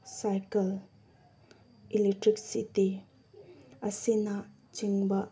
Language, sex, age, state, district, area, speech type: Manipuri, female, 18-30, Manipur, Chandel, rural, spontaneous